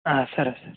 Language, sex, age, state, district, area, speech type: Kannada, male, 18-30, Karnataka, Koppal, rural, conversation